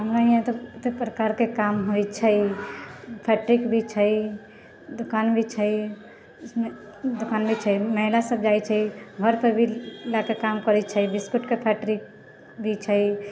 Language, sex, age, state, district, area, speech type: Maithili, female, 18-30, Bihar, Sitamarhi, rural, spontaneous